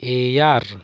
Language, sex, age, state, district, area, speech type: Santali, male, 30-45, West Bengal, Birbhum, rural, read